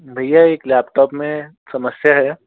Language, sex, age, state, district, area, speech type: Hindi, male, 60+, Rajasthan, Jaipur, urban, conversation